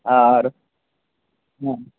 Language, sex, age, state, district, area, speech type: Bengali, male, 18-30, West Bengal, Kolkata, urban, conversation